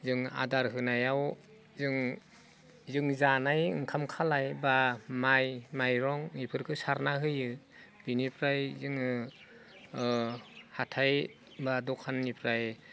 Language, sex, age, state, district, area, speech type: Bodo, male, 45-60, Assam, Udalguri, rural, spontaneous